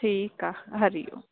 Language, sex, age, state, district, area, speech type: Sindhi, male, 45-60, Uttar Pradesh, Lucknow, rural, conversation